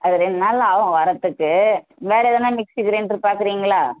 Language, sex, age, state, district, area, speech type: Tamil, female, 18-30, Tamil Nadu, Tenkasi, urban, conversation